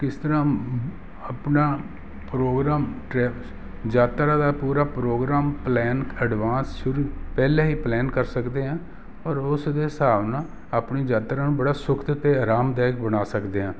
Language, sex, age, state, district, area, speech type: Punjabi, male, 60+, Punjab, Jalandhar, urban, spontaneous